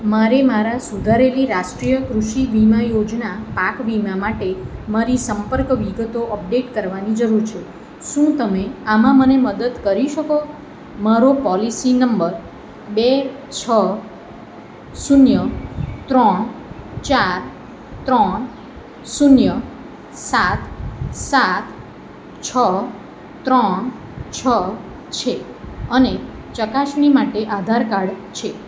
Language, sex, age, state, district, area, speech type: Gujarati, female, 45-60, Gujarat, Surat, urban, read